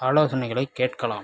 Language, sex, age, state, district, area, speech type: Tamil, male, 30-45, Tamil Nadu, Viluppuram, rural, spontaneous